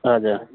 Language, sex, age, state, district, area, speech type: Nepali, male, 45-60, West Bengal, Jalpaiguri, urban, conversation